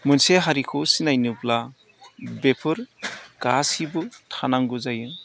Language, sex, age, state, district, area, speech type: Bodo, male, 45-60, Assam, Udalguri, rural, spontaneous